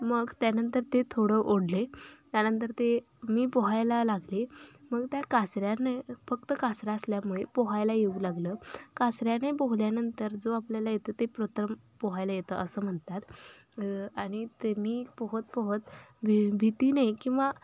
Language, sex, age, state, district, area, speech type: Marathi, female, 18-30, Maharashtra, Sangli, rural, spontaneous